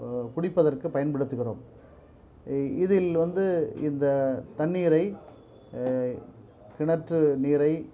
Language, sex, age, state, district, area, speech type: Tamil, male, 45-60, Tamil Nadu, Perambalur, urban, spontaneous